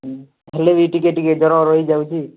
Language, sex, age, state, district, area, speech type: Odia, male, 18-30, Odisha, Kalahandi, rural, conversation